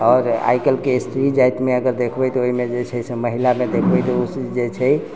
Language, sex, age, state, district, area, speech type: Maithili, male, 60+, Bihar, Sitamarhi, rural, spontaneous